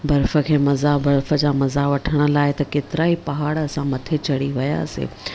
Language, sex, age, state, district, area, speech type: Sindhi, female, 30-45, Maharashtra, Thane, urban, spontaneous